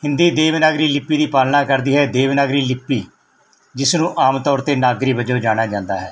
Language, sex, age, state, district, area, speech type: Punjabi, male, 45-60, Punjab, Mansa, rural, spontaneous